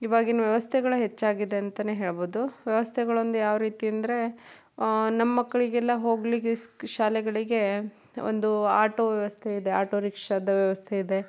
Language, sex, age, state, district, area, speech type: Kannada, female, 30-45, Karnataka, Shimoga, rural, spontaneous